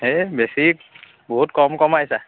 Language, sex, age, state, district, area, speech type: Assamese, male, 30-45, Assam, Biswanath, rural, conversation